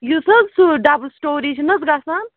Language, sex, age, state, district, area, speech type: Kashmiri, female, 45-60, Jammu and Kashmir, Srinagar, urban, conversation